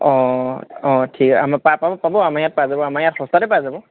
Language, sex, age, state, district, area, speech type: Assamese, male, 18-30, Assam, Sivasagar, urban, conversation